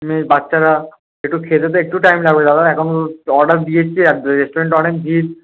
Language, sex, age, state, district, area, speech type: Bengali, male, 18-30, West Bengal, Darjeeling, rural, conversation